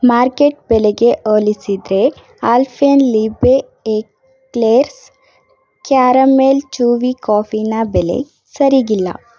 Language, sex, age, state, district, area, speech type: Kannada, female, 18-30, Karnataka, Davanagere, urban, read